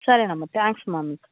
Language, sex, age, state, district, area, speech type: Telugu, female, 30-45, Andhra Pradesh, Nellore, rural, conversation